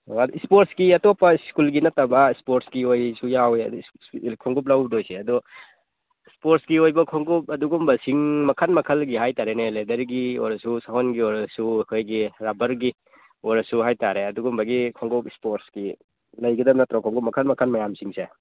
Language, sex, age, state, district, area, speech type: Manipuri, male, 18-30, Manipur, Churachandpur, rural, conversation